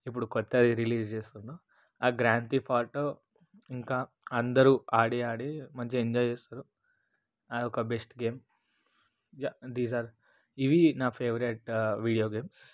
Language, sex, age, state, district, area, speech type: Telugu, male, 30-45, Telangana, Ranga Reddy, urban, spontaneous